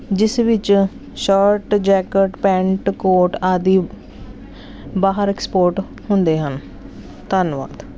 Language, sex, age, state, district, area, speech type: Punjabi, female, 30-45, Punjab, Jalandhar, urban, spontaneous